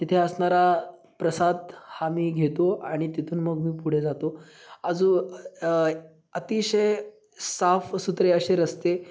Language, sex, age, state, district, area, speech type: Marathi, male, 18-30, Maharashtra, Sangli, urban, spontaneous